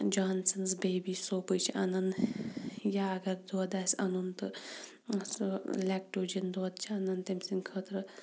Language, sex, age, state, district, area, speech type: Kashmiri, female, 30-45, Jammu and Kashmir, Shopian, rural, spontaneous